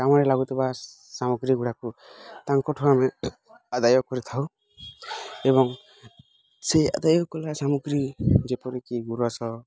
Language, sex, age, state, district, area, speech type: Odia, male, 18-30, Odisha, Bargarh, urban, spontaneous